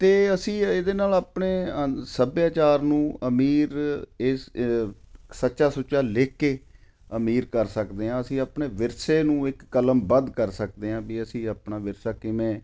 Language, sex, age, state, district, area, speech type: Punjabi, male, 45-60, Punjab, Ludhiana, urban, spontaneous